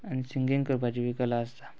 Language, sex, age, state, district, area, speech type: Goan Konkani, male, 18-30, Goa, Quepem, rural, spontaneous